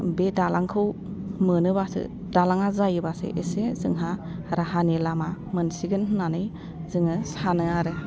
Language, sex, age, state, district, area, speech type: Bodo, female, 45-60, Assam, Chirang, rural, spontaneous